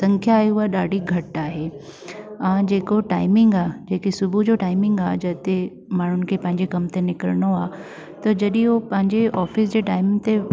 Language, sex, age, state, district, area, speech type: Sindhi, female, 45-60, Delhi, South Delhi, urban, spontaneous